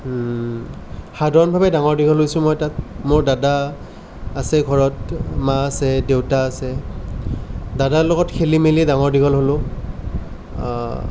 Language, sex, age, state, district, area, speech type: Assamese, male, 18-30, Assam, Nalbari, rural, spontaneous